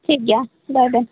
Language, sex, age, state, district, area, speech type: Santali, female, 18-30, West Bengal, Birbhum, rural, conversation